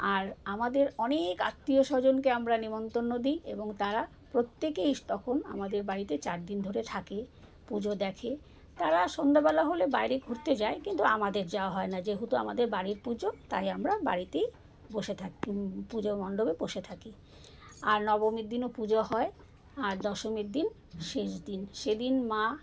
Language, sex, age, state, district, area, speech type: Bengali, female, 45-60, West Bengal, Alipurduar, rural, spontaneous